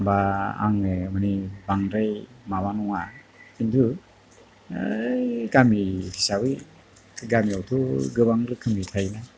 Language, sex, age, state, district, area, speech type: Bodo, male, 45-60, Assam, Kokrajhar, urban, spontaneous